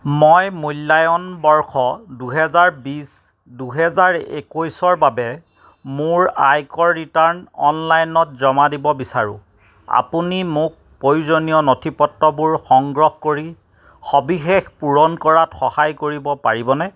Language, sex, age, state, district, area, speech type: Assamese, male, 45-60, Assam, Golaghat, urban, read